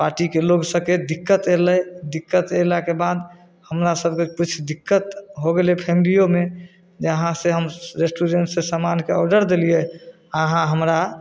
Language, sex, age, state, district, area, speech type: Maithili, male, 30-45, Bihar, Samastipur, rural, spontaneous